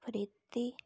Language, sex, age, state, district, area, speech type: Dogri, female, 30-45, Jammu and Kashmir, Reasi, rural, spontaneous